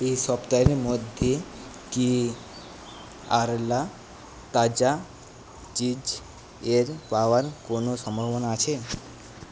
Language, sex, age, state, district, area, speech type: Bengali, male, 18-30, West Bengal, Paschim Medinipur, rural, read